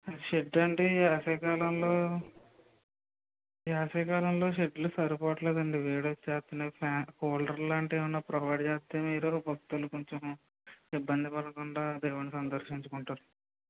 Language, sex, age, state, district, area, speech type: Telugu, male, 30-45, Andhra Pradesh, Kakinada, rural, conversation